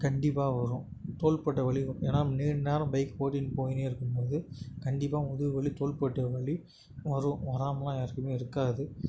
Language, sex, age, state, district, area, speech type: Tamil, male, 18-30, Tamil Nadu, Tiruvannamalai, urban, spontaneous